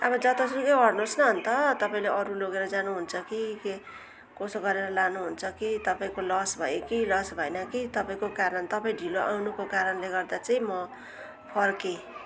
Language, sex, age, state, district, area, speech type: Nepali, female, 45-60, West Bengal, Jalpaiguri, urban, spontaneous